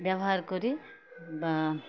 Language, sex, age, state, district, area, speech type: Bengali, female, 60+, West Bengal, Birbhum, urban, spontaneous